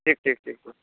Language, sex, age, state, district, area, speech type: Bengali, male, 30-45, West Bengal, Paschim Medinipur, rural, conversation